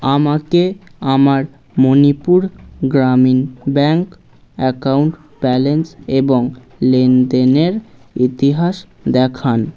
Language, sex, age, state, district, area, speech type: Bengali, male, 18-30, West Bengal, Birbhum, urban, read